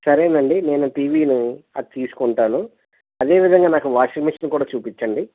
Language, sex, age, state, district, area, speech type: Telugu, male, 45-60, Andhra Pradesh, East Godavari, rural, conversation